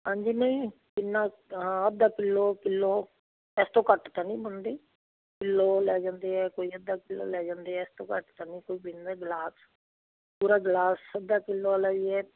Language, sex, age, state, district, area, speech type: Punjabi, female, 60+, Punjab, Fazilka, rural, conversation